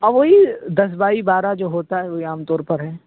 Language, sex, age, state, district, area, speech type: Urdu, male, 18-30, Uttar Pradesh, Siddharthnagar, rural, conversation